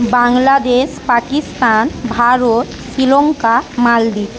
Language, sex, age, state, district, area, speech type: Bengali, female, 18-30, West Bengal, Paschim Medinipur, rural, spontaneous